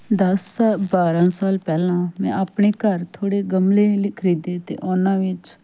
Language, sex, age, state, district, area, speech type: Punjabi, female, 30-45, Punjab, Fatehgarh Sahib, rural, spontaneous